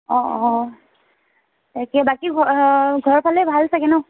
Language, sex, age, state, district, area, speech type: Assamese, female, 18-30, Assam, Tinsukia, urban, conversation